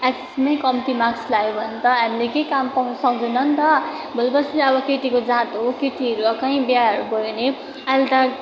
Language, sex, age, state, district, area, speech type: Nepali, female, 18-30, West Bengal, Darjeeling, rural, spontaneous